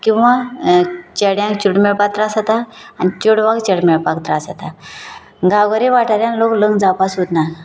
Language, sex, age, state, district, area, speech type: Goan Konkani, female, 30-45, Goa, Canacona, rural, spontaneous